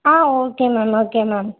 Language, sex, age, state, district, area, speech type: Tamil, female, 18-30, Tamil Nadu, Madurai, urban, conversation